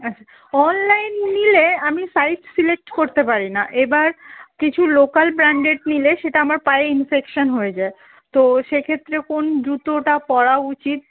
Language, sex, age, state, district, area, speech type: Bengali, female, 30-45, West Bengal, Dakshin Dinajpur, urban, conversation